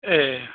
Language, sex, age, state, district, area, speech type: Bodo, male, 45-60, Assam, Chirang, rural, conversation